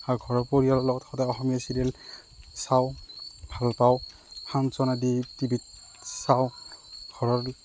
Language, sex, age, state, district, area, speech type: Assamese, male, 30-45, Assam, Morigaon, rural, spontaneous